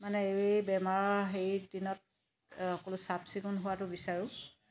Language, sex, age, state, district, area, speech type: Assamese, female, 30-45, Assam, Charaideo, urban, spontaneous